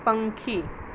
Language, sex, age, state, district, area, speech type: Gujarati, female, 30-45, Gujarat, Ahmedabad, urban, read